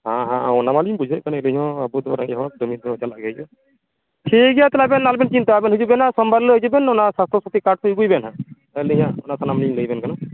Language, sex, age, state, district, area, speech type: Santali, male, 30-45, West Bengal, Purba Bardhaman, rural, conversation